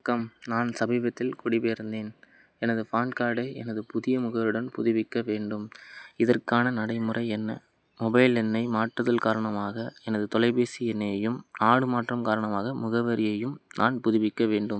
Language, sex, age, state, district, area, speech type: Tamil, male, 18-30, Tamil Nadu, Madurai, rural, read